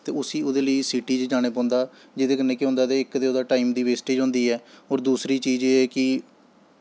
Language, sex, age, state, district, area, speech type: Dogri, male, 18-30, Jammu and Kashmir, Samba, rural, spontaneous